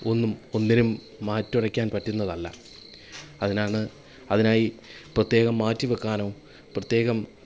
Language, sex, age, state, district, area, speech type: Malayalam, male, 30-45, Kerala, Kollam, rural, spontaneous